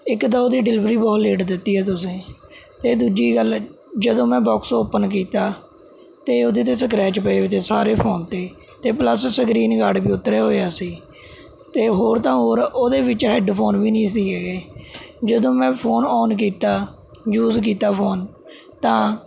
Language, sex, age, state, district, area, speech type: Punjabi, male, 18-30, Punjab, Mohali, rural, spontaneous